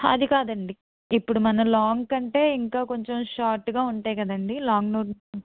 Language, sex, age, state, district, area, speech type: Telugu, female, 30-45, Andhra Pradesh, Eluru, rural, conversation